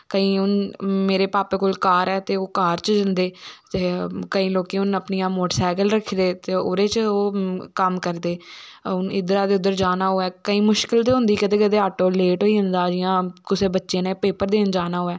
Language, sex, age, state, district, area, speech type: Dogri, female, 18-30, Jammu and Kashmir, Samba, rural, spontaneous